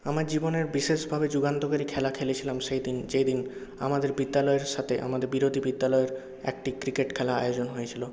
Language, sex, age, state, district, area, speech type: Bengali, male, 18-30, West Bengal, Purulia, urban, spontaneous